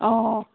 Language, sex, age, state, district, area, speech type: Assamese, female, 30-45, Assam, Sivasagar, urban, conversation